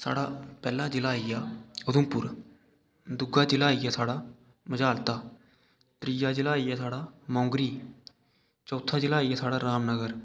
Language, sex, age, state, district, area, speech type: Dogri, male, 18-30, Jammu and Kashmir, Udhampur, rural, spontaneous